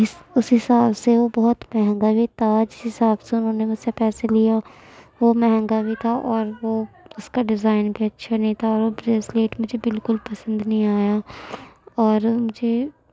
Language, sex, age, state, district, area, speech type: Urdu, female, 18-30, Uttar Pradesh, Gautam Buddha Nagar, rural, spontaneous